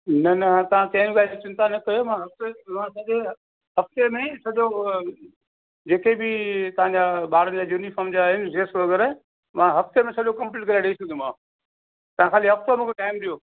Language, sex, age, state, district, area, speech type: Sindhi, male, 60+, Gujarat, Kutch, rural, conversation